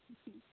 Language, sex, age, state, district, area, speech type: Bengali, female, 45-60, West Bengal, Hooghly, rural, conversation